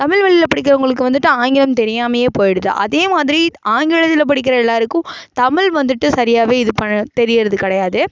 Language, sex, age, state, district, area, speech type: Tamil, female, 18-30, Tamil Nadu, Karur, rural, spontaneous